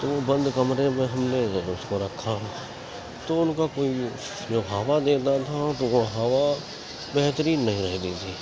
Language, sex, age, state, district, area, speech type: Urdu, male, 18-30, Uttar Pradesh, Gautam Buddha Nagar, rural, spontaneous